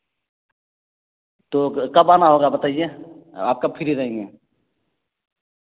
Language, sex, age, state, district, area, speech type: Urdu, male, 45-60, Bihar, Araria, rural, conversation